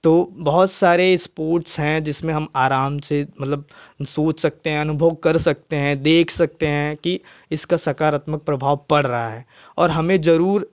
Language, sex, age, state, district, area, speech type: Hindi, male, 18-30, Uttar Pradesh, Jaunpur, rural, spontaneous